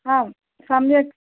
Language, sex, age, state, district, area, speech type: Sanskrit, female, 30-45, Kerala, Thiruvananthapuram, urban, conversation